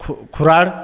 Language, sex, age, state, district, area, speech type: Marathi, male, 30-45, Maharashtra, Buldhana, urban, spontaneous